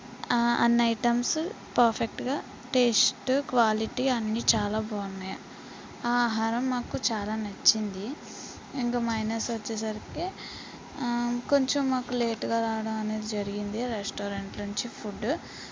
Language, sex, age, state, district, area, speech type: Telugu, female, 60+, Andhra Pradesh, Kakinada, rural, spontaneous